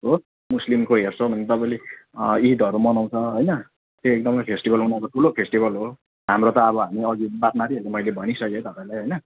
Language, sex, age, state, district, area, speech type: Nepali, male, 30-45, West Bengal, Jalpaiguri, rural, conversation